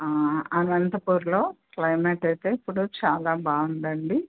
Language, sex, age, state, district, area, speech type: Telugu, female, 60+, Andhra Pradesh, Anantapur, urban, conversation